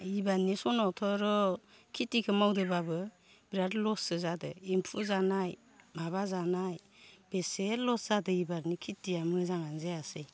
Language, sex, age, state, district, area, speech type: Bodo, female, 45-60, Assam, Baksa, rural, spontaneous